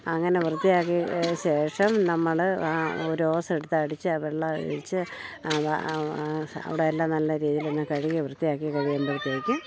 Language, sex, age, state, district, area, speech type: Malayalam, female, 60+, Kerala, Thiruvananthapuram, urban, spontaneous